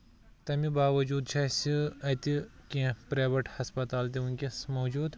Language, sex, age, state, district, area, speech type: Kashmiri, male, 18-30, Jammu and Kashmir, Pulwama, rural, spontaneous